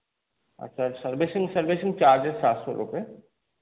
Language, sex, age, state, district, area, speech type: Hindi, male, 45-60, Madhya Pradesh, Hoshangabad, rural, conversation